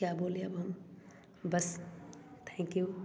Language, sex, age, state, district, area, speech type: Hindi, female, 30-45, Bihar, Samastipur, urban, spontaneous